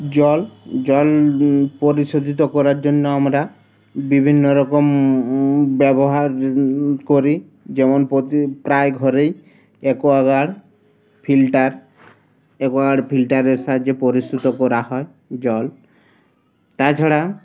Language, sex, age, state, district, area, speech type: Bengali, male, 30-45, West Bengal, Uttar Dinajpur, urban, spontaneous